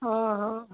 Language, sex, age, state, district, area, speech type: Odia, female, 45-60, Odisha, Angul, rural, conversation